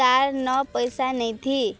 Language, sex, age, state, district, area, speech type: Odia, female, 18-30, Odisha, Nuapada, rural, spontaneous